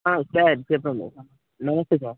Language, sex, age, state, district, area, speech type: Telugu, male, 18-30, Telangana, Bhadradri Kothagudem, urban, conversation